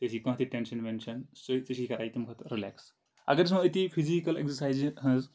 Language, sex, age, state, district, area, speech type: Kashmiri, male, 30-45, Jammu and Kashmir, Kupwara, rural, spontaneous